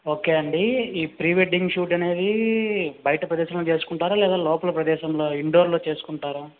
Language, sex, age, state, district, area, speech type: Telugu, male, 30-45, Andhra Pradesh, Chittoor, urban, conversation